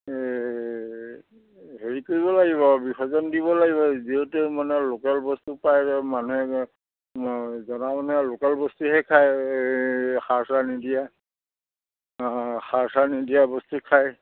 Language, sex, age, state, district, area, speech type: Assamese, male, 60+, Assam, Majuli, urban, conversation